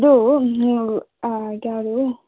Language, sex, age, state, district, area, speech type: Kannada, female, 18-30, Karnataka, Davanagere, rural, conversation